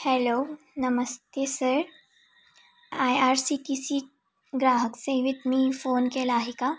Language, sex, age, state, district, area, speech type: Marathi, female, 18-30, Maharashtra, Sangli, urban, spontaneous